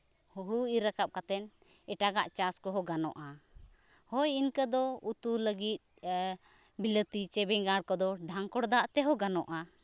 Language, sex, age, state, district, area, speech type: Santali, female, 30-45, Jharkhand, Seraikela Kharsawan, rural, spontaneous